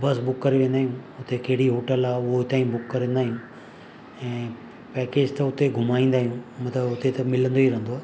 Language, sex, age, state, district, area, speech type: Sindhi, male, 45-60, Maharashtra, Mumbai Suburban, urban, spontaneous